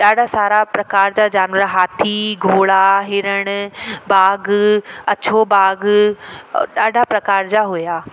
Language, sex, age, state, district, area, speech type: Sindhi, female, 30-45, Madhya Pradesh, Katni, urban, spontaneous